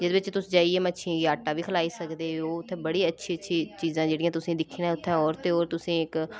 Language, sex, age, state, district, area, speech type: Dogri, female, 18-30, Jammu and Kashmir, Udhampur, rural, spontaneous